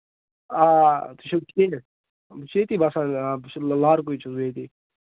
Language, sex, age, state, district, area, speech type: Kashmiri, male, 18-30, Jammu and Kashmir, Ganderbal, rural, conversation